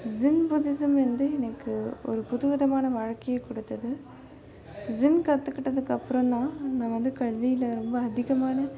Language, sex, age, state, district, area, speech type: Tamil, female, 18-30, Tamil Nadu, Chennai, urban, spontaneous